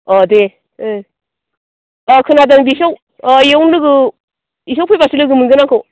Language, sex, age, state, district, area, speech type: Bodo, female, 45-60, Assam, Baksa, rural, conversation